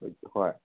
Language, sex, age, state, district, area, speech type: Manipuri, male, 30-45, Manipur, Senapati, rural, conversation